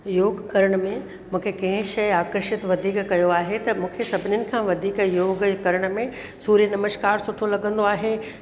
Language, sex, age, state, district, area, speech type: Sindhi, female, 45-60, Rajasthan, Ajmer, urban, spontaneous